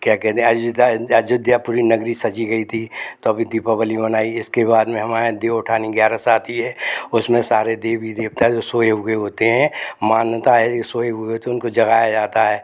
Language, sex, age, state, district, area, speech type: Hindi, male, 60+, Madhya Pradesh, Gwalior, rural, spontaneous